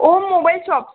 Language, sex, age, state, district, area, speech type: Marathi, male, 60+, Maharashtra, Buldhana, rural, conversation